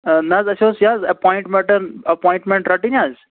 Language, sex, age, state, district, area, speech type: Kashmiri, male, 18-30, Jammu and Kashmir, Anantnag, rural, conversation